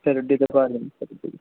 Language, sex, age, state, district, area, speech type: Bengali, male, 18-30, West Bengal, Uttar Dinajpur, urban, conversation